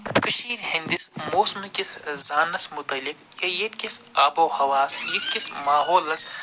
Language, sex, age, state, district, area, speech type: Kashmiri, male, 45-60, Jammu and Kashmir, Budgam, urban, spontaneous